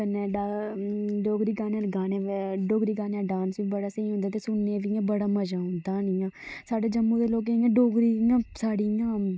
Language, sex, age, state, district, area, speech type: Dogri, female, 18-30, Jammu and Kashmir, Udhampur, rural, spontaneous